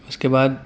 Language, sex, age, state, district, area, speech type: Urdu, male, 18-30, Delhi, Central Delhi, urban, spontaneous